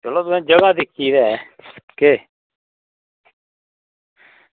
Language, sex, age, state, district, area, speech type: Dogri, male, 30-45, Jammu and Kashmir, Udhampur, rural, conversation